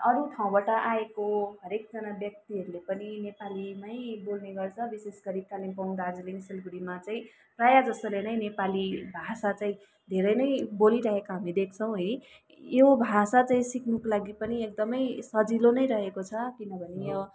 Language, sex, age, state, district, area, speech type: Nepali, female, 30-45, West Bengal, Kalimpong, rural, spontaneous